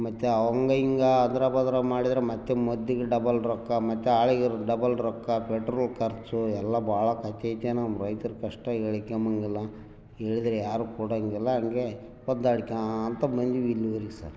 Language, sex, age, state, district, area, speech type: Kannada, male, 60+, Karnataka, Bellary, rural, spontaneous